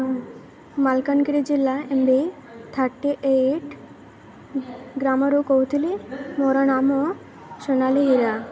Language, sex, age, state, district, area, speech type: Odia, female, 18-30, Odisha, Malkangiri, urban, spontaneous